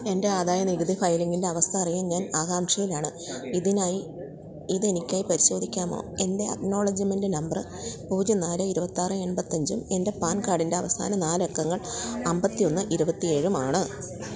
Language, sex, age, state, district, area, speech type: Malayalam, female, 45-60, Kerala, Idukki, rural, read